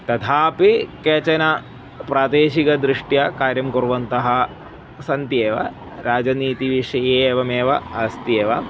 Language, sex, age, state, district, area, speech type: Sanskrit, male, 30-45, Kerala, Kozhikode, urban, spontaneous